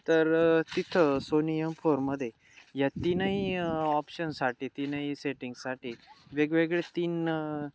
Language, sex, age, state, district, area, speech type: Marathi, male, 18-30, Maharashtra, Nashik, urban, spontaneous